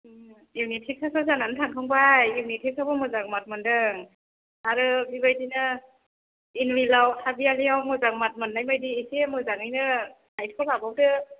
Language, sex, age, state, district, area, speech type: Bodo, female, 30-45, Assam, Chirang, rural, conversation